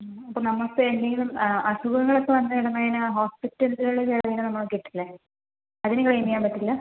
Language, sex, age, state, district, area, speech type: Malayalam, female, 30-45, Kerala, Palakkad, rural, conversation